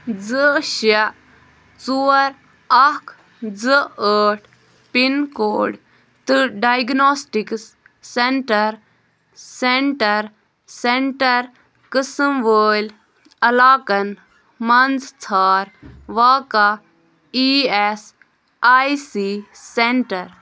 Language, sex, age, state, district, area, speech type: Kashmiri, female, 18-30, Jammu and Kashmir, Bandipora, rural, read